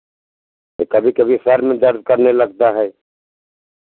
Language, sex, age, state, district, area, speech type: Hindi, male, 60+, Uttar Pradesh, Pratapgarh, rural, conversation